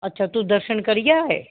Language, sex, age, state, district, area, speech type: Dogri, female, 60+, Jammu and Kashmir, Reasi, urban, conversation